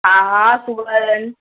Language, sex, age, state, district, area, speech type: Sindhi, female, 18-30, Gujarat, Kutch, urban, conversation